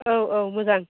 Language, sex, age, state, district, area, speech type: Bodo, female, 60+, Assam, Chirang, rural, conversation